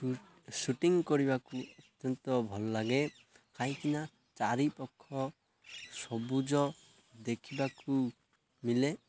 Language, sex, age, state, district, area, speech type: Odia, male, 18-30, Odisha, Malkangiri, urban, spontaneous